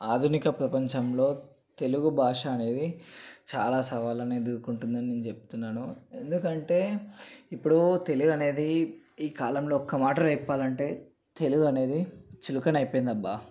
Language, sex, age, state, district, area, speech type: Telugu, male, 18-30, Telangana, Nalgonda, urban, spontaneous